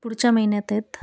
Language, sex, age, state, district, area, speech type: Marathi, female, 30-45, Maharashtra, Nashik, urban, spontaneous